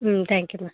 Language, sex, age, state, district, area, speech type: Tamil, female, 18-30, Tamil Nadu, Chennai, urban, conversation